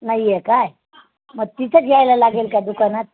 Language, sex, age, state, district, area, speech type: Marathi, female, 60+, Maharashtra, Nanded, rural, conversation